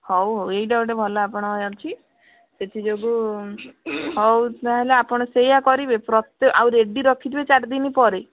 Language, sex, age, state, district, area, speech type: Odia, female, 30-45, Odisha, Bhadrak, rural, conversation